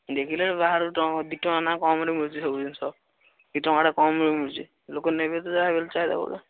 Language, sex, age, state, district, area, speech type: Odia, male, 18-30, Odisha, Jagatsinghpur, rural, conversation